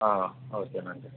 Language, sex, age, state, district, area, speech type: Telugu, male, 30-45, Andhra Pradesh, Anantapur, rural, conversation